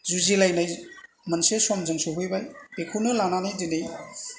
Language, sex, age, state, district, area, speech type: Bodo, male, 60+, Assam, Chirang, rural, spontaneous